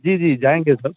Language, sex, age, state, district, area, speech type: Hindi, male, 30-45, Bihar, Samastipur, urban, conversation